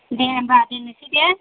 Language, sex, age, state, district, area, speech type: Bodo, female, 30-45, Assam, Chirang, urban, conversation